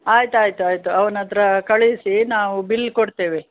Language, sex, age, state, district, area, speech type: Kannada, female, 60+, Karnataka, Udupi, rural, conversation